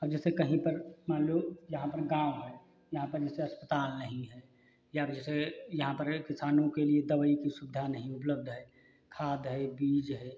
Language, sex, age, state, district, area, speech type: Hindi, male, 45-60, Uttar Pradesh, Hardoi, rural, spontaneous